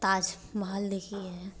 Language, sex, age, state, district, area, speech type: Hindi, female, 30-45, Uttar Pradesh, Varanasi, rural, spontaneous